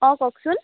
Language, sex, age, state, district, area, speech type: Assamese, female, 18-30, Assam, Jorhat, urban, conversation